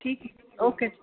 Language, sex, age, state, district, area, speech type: Punjabi, female, 45-60, Punjab, Fazilka, rural, conversation